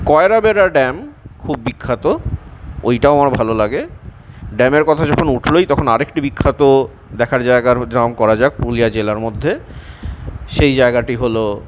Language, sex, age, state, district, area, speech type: Bengali, male, 45-60, West Bengal, Purulia, urban, spontaneous